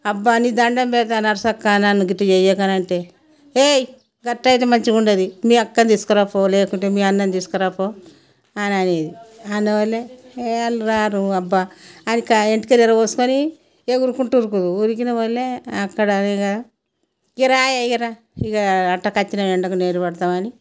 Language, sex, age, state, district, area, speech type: Telugu, female, 60+, Telangana, Peddapalli, rural, spontaneous